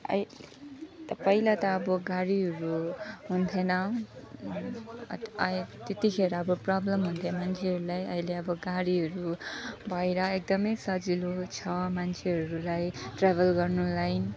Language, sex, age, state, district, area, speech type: Nepali, female, 30-45, West Bengal, Alipurduar, rural, spontaneous